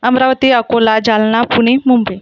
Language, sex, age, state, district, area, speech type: Marathi, female, 30-45, Maharashtra, Buldhana, urban, spontaneous